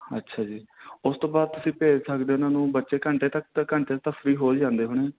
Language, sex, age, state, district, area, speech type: Punjabi, male, 18-30, Punjab, Bathinda, rural, conversation